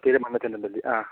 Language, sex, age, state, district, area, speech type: Malayalam, male, 30-45, Kerala, Palakkad, rural, conversation